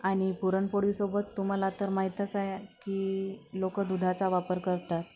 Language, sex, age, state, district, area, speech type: Marathi, female, 45-60, Maharashtra, Akola, urban, spontaneous